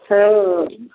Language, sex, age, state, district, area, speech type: Maithili, female, 60+, Bihar, Darbhanga, urban, conversation